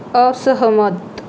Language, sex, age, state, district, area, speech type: Marathi, female, 18-30, Maharashtra, Aurangabad, rural, read